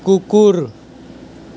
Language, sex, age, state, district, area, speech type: Assamese, male, 60+, Assam, Nalbari, rural, read